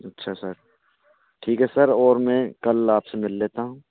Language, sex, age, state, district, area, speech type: Hindi, male, 18-30, Rajasthan, Bharatpur, rural, conversation